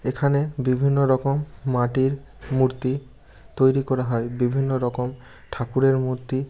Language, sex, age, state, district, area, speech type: Bengali, male, 18-30, West Bengal, Bankura, urban, spontaneous